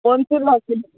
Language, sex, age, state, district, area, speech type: Hindi, female, 30-45, Bihar, Muzaffarpur, rural, conversation